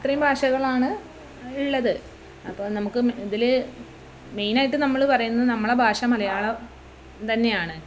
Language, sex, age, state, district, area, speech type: Malayalam, female, 45-60, Kerala, Malappuram, rural, spontaneous